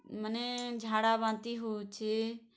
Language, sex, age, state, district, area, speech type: Odia, female, 30-45, Odisha, Bargarh, urban, spontaneous